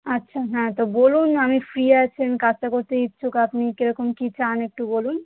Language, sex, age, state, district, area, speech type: Bengali, female, 18-30, West Bengal, South 24 Parganas, rural, conversation